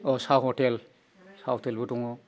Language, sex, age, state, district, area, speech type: Bodo, male, 60+, Assam, Udalguri, rural, spontaneous